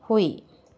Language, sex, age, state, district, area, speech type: Manipuri, female, 30-45, Manipur, Imphal West, urban, read